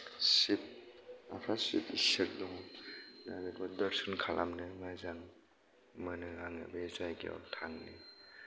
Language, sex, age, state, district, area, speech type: Bodo, male, 30-45, Assam, Kokrajhar, rural, spontaneous